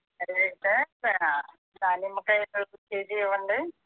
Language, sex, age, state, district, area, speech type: Telugu, female, 60+, Andhra Pradesh, Eluru, rural, conversation